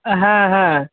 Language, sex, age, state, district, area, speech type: Bengali, male, 18-30, West Bengal, Kolkata, urban, conversation